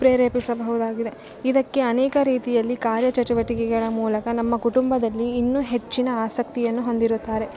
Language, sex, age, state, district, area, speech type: Kannada, female, 18-30, Karnataka, Bellary, rural, spontaneous